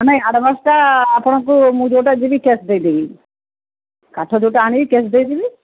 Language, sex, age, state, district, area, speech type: Odia, female, 45-60, Odisha, Sundergarh, rural, conversation